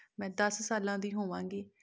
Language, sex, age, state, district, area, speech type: Punjabi, female, 30-45, Punjab, Amritsar, urban, spontaneous